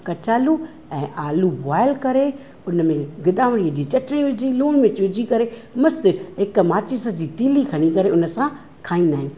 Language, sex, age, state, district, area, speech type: Sindhi, female, 45-60, Maharashtra, Thane, urban, spontaneous